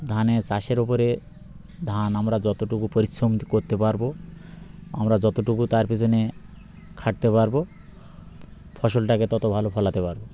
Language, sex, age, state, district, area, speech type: Bengali, male, 30-45, West Bengal, Birbhum, urban, spontaneous